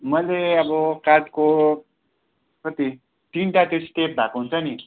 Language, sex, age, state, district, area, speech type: Nepali, male, 18-30, West Bengal, Kalimpong, rural, conversation